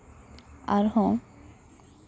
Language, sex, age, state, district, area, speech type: Santali, female, 18-30, West Bengal, Purba Bardhaman, rural, spontaneous